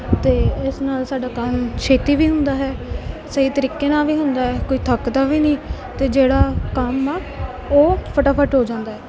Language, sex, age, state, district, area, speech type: Punjabi, female, 18-30, Punjab, Kapurthala, urban, spontaneous